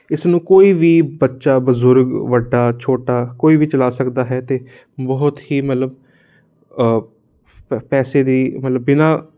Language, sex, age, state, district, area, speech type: Punjabi, male, 18-30, Punjab, Kapurthala, urban, spontaneous